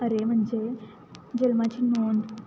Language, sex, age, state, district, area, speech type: Marathi, female, 18-30, Maharashtra, Satara, rural, spontaneous